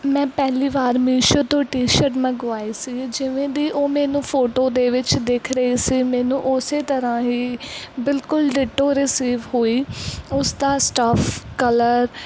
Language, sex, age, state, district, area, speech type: Punjabi, female, 18-30, Punjab, Mansa, rural, spontaneous